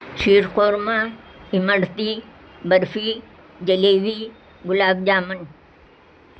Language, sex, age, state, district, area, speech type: Urdu, female, 60+, Delhi, North East Delhi, urban, spontaneous